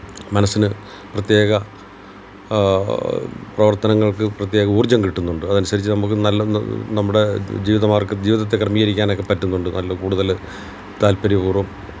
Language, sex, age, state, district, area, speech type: Malayalam, male, 45-60, Kerala, Kollam, rural, spontaneous